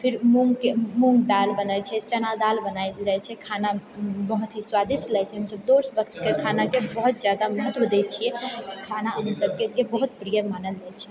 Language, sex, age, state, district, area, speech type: Maithili, female, 30-45, Bihar, Purnia, urban, spontaneous